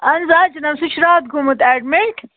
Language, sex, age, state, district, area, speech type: Kashmiri, male, 18-30, Jammu and Kashmir, Budgam, rural, conversation